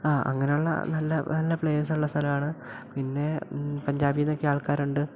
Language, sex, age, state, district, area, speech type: Malayalam, male, 18-30, Kerala, Idukki, rural, spontaneous